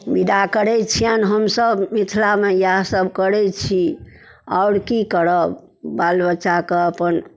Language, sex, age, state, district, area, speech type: Maithili, female, 60+, Bihar, Darbhanga, urban, spontaneous